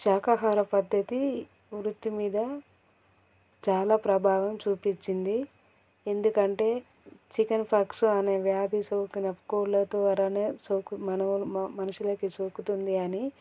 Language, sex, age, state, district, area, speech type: Telugu, female, 30-45, Telangana, Peddapalli, urban, spontaneous